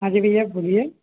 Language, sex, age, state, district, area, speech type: Hindi, male, 18-30, Madhya Pradesh, Hoshangabad, rural, conversation